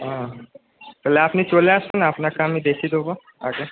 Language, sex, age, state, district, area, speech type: Bengali, male, 18-30, West Bengal, Purba Bardhaman, urban, conversation